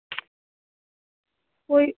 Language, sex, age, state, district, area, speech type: Bengali, female, 30-45, West Bengal, South 24 Parganas, urban, conversation